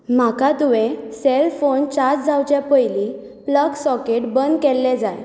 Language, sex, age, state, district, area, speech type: Goan Konkani, female, 18-30, Goa, Bardez, urban, read